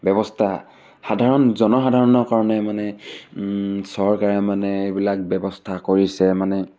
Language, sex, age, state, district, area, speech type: Assamese, male, 18-30, Assam, Sivasagar, rural, spontaneous